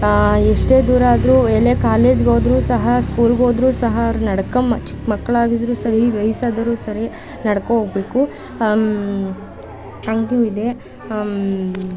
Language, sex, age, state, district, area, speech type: Kannada, female, 18-30, Karnataka, Mandya, rural, spontaneous